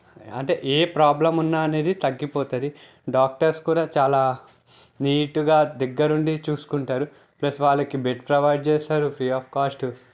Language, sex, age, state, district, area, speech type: Telugu, male, 30-45, Telangana, Peddapalli, rural, spontaneous